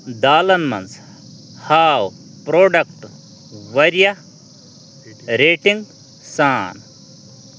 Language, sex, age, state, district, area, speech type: Kashmiri, male, 30-45, Jammu and Kashmir, Ganderbal, rural, read